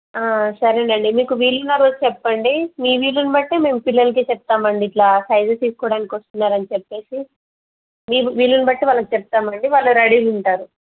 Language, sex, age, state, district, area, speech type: Telugu, female, 18-30, Telangana, Peddapalli, rural, conversation